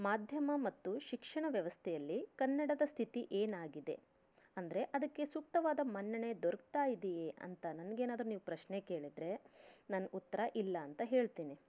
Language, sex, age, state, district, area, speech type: Kannada, female, 30-45, Karnataka, Davanagere, rural, spontaneous